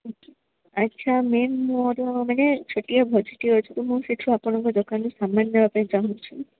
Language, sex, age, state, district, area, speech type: Odia, female, 18-30, Odisha, Koraput, urban, conversation